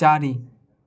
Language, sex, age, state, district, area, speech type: Maithili, male, 18-30, Bihar, Darbhanga, rural, read